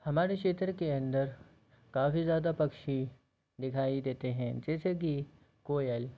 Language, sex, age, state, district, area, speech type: Hindi, male, 18-30, Madhya Pradesh, Jabalpur, urban, spontaneous